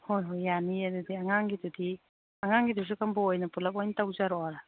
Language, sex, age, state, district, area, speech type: Manipuri, female, 45-60, Manipur, Imphal East, rural, conversation